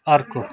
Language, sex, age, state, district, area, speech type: Nepali, male, 45-60, West Bengal, Jalpaiguri, urban, read